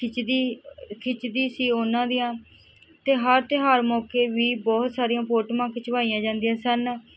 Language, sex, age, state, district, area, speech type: Punjabi, female, 18-30, Punjab, Barnala, rural, spontaneous